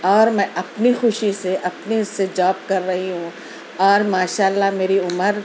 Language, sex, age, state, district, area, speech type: Urdu, female, 30-45, Telangana, Hyderabad, urban, spontaneous